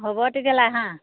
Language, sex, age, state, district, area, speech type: Assamese, female, 30-45, Assam, Lakhimpur, rural, conversation